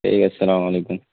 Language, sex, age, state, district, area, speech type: Urdu, male, 18-30, Bihar, Supaul, rural, conversation